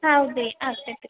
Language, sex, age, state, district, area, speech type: Kannada, female, 18-30, Karnataka, Belgaum, rural, conversation